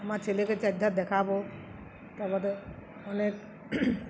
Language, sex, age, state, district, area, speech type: Bengali, female, 45-60, West Bengal, Uttar Dinajpur, rural, spontaneous